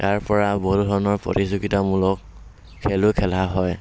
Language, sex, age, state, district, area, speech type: Assamese, male, 18-30, Assam, Dhemaji, rural, spontaneous